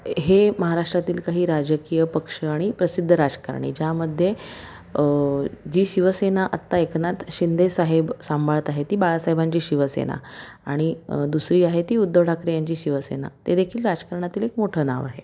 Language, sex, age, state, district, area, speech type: Marathi, female, 30-45, Maharashtra, Pune, urban, spontaneous